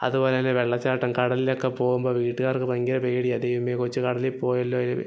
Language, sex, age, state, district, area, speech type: Malayalam, male, 18-30, Kerala, Idukki, rural, spontaneous